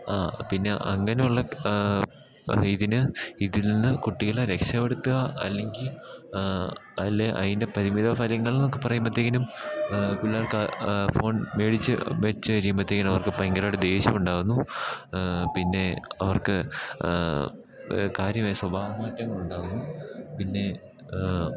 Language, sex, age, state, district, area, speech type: Malayalam, male, 18-30, Kerala, Idukki, rural, spontaneous